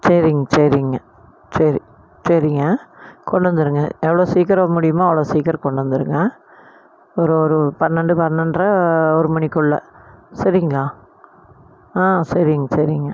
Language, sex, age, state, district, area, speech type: Tamil, female, 45-60, Tamil Nadu, Erode, rural, spontaneous